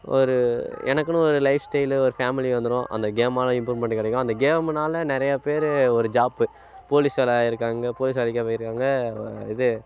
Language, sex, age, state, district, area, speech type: Tamil, male, 18-30, Tamil Nadu, Kallakurichi, urban, spontaneous